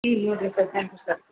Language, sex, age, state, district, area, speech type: Tamil, female, 18-30, Tamil Nadu, Chennai, urban, conversation